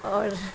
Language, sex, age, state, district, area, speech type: Urdu, female, 45-60, Bihar, Khagaria, rural, spontaneous